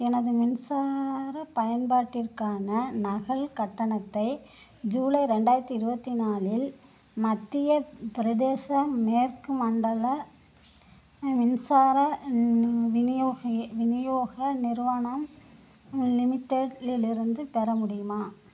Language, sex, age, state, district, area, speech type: Tamil, female, 60+, Tamil Nadu, Tiruchirappalli, rural, read